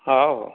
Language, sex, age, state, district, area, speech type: Odia, male, 60+, Odisha, Dhenkanal, rural, conversation